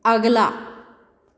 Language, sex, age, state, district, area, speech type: Punjabi, female, 30-45, Punjab, Fatehgarh Sahib, urban, read